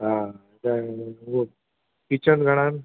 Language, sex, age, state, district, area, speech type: Sindhi, male, 60+, Gujarat, Junagadh, rural, conversation